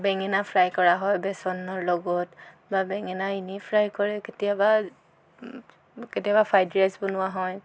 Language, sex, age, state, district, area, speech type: Assamese, female, 18-30, Assam, Jorhat, urban, spontaneous